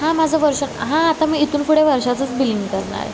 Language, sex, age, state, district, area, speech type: Marathi, female, 18-30, Maharashtra, Satara, rural, spontaneous